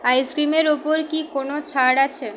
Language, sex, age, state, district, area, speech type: Bengali, female, 18-30, West Bengal, Purba Bardhaman, urban, read